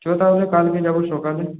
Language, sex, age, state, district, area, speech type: Bengali, male, 30-45, West Bengal, Purulia, urban, conversation